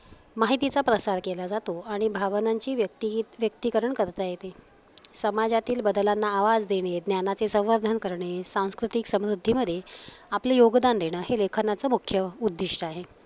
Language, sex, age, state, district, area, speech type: Marathi, female, 45-60, Maharashtra, Palghar, urban, spontaneous